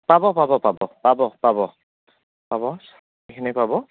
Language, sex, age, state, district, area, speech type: Assamese, male, 30-45, Assam, Dibrugarh, rural, conversation